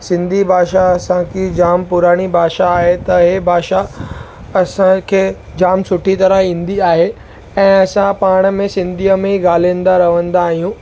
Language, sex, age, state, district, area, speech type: Sindhi, male, 18-30, Maharashtra, Mumbai Suburban, urban, spontaneous